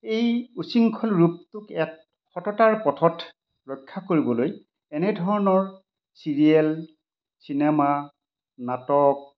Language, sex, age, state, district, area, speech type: Assamese, male, 60+, Assam, Majuli, urban, spontaneous